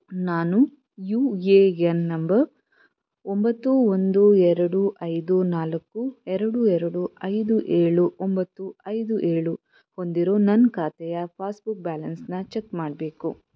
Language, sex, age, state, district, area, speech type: Kannada, female, 30-45, Karnataka, Shimoga, rural, read